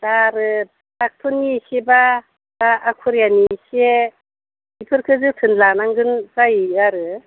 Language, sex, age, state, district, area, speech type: Bodo, female, 60+, Assam, Baksa, rural, conversation